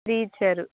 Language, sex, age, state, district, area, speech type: Telugu, female, 45-60, Andhra Pradesh, Kadapa, urban, conversation